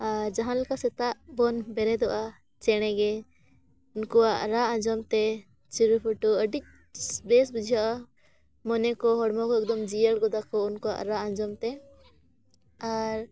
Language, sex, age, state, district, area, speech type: Santali, female, 18-30, Jharkhand, Bokaro, rural, spontaneous